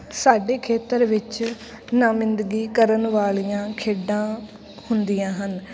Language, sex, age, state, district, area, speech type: Punjabi, female, 18-30, Punjab, Fatehgarh Sahib, rural, spontaneous